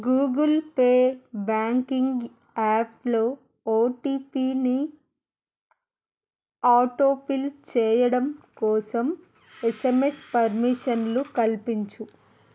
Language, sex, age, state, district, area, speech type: Telugu, female, 45-60, Telangana, Hyderabad, rural, read